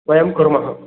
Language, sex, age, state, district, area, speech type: Sanskrit, male, 45-60, Uttar Pradesh, Prayagraj, urban, conversation